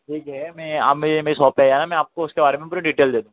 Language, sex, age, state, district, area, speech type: Hindi, male, 30-45, Madhya Pradesh, Harda, urban, conversation